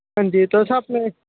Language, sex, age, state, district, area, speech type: Dogri, male, 18-30, Jammu and Kashmir, Samba, rural, conversation